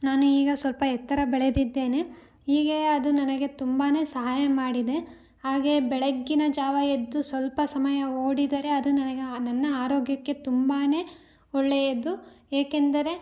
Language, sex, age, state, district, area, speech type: Kannada, female, 18-30, Karnataka, Davanagere, rural, spontaneous